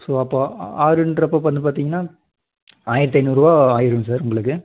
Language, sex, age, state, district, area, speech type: Tamil, male, 18-30, Tamil Nadu, Erode, rural, conversation